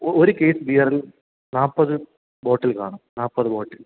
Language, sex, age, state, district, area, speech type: Malayalam, male, 18-30, Kerala, Thiruvananthapuram, rural, conversation